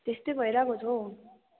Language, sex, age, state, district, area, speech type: Nepali, female, 18-30, West Bengal, Kalimpong, rural, conversation